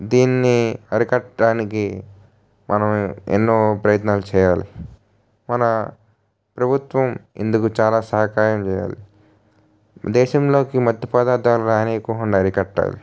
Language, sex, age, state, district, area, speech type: Telugu, male, 18-30, Andhra Pradesh, N T Rama Rao, urban, spontaneous